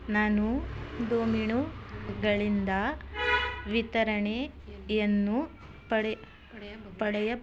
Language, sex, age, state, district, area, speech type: Kannada, female, 30-45, Karnataka, Mysore, urban, read